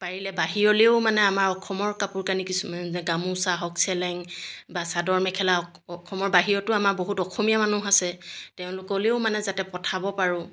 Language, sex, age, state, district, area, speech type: Assamese, female, 45-60, Assam, Jorhat, urban, spontaneous